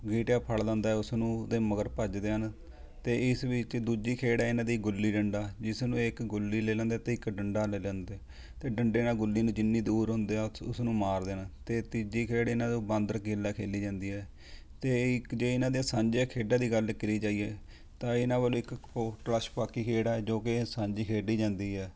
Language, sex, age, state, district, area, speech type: Punjabi, male, 30-45, Punjab, Rupnagar, rural, spontaneous